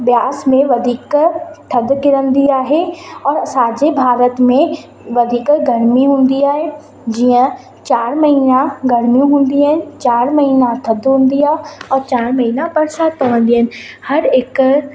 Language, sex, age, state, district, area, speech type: Sindhi, female, 18-30, Madhya Pradesh, Katni, urban, spontaneous